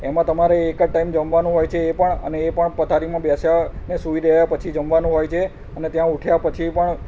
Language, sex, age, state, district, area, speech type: Gujarati, male, 45-60, Gujarat, Kheda, rural, spontaneous